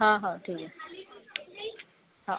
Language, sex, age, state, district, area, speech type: Marathi, female, 60+, Maharashtra, Yavatmal, rural, conversation